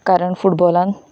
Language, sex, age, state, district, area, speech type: Goan Konkani, female, 18-30, Goa, Ponda, rural, spontaneous